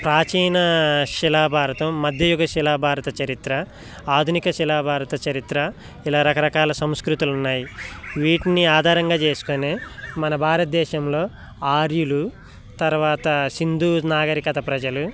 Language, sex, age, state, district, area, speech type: Telugu, male, 18-30, Telangana, Khammam, urban, spontaneous